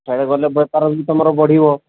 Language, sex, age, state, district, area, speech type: Odia, male, 30-45, Odisha, Sambalpur, rural, conversation